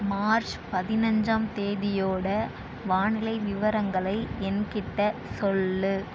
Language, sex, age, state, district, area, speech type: Tamil, female, 18-30, Tamil Nadu, Tiruvannamalai, urban, read